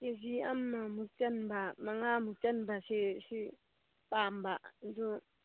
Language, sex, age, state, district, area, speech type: Manipuri, female, 30-45, Manipur, Churachandpur, rural, conversation